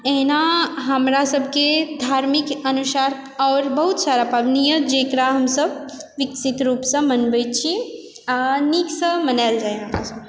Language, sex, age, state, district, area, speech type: Maithili, female, 18-30, Bihar, Supaul, rural, spontaneous